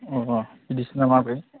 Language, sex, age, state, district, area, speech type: Bodo, male, 18-30, Assam, Kokrajhar, urban, conversation